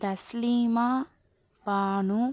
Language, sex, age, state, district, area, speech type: Tamil, female, 18-30, Tamil Nadu, Pudukkottai, rural, spontaneous